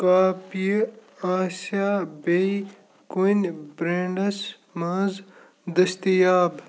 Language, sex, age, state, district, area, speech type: Kashmiri, male, 18-30, Jammu and Kashmir, Kupwara, rural, read